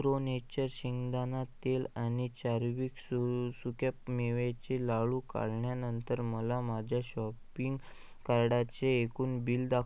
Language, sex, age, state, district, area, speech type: Marathi, male, 30-45, Maharashtra, Amravati, rural, read